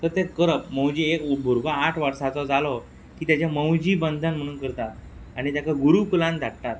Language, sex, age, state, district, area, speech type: Goan Konkani, male, 30-45, Goa, Quepem, rural, spontaneous